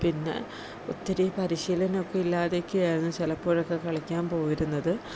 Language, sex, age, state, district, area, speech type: Malayalam, female, 30-45, Kerala, Idukki, rural, spontaneous